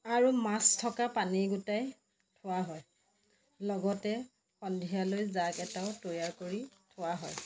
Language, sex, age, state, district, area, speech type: Assamese, female, 30-45, Assam, Jorhat, urban, spontaneous